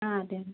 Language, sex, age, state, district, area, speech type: Malayalam, female, 18-30, Kerala, Palakkad, urban, conversation